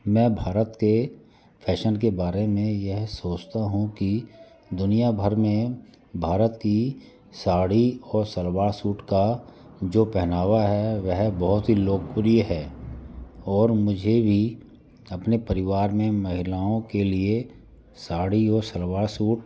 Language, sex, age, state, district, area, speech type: Hindi, male, 45-60, Madhya Pradesh, Jabalpur, urban, spontaneous